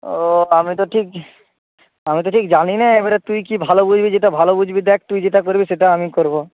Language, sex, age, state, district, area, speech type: Bengali, male, 18-30, West Bengal, Hooghly, urban, conversation